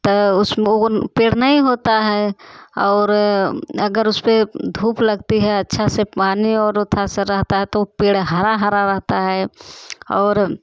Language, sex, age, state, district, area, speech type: Hindi, female, 30-45, Uttar Pradesh, Jaunpur, rural, spontaneous